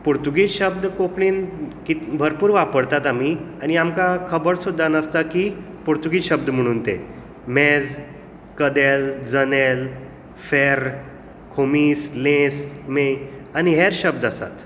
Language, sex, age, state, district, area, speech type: Goan Konkani, male, 30-45, Goa, Tiswadi, rural, spontaneous